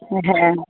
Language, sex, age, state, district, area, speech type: Bengali, female, 30-45, West Bengal, Dakshin Dinajpur, urban, conversation